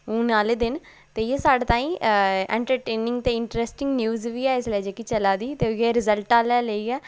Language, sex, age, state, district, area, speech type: Dogri, female, 30-45, Jammu and Kashmir, Udhampur, urban, spontaneous